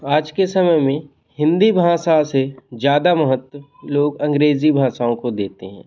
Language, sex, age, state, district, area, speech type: Hindi, male, 18-30, Madhya Pradesh, Jabalpur, urban, spontaneous